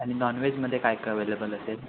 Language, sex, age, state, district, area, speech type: Marathi, male, 18-30, Maharashtra, Sindhudurg, rural, conversation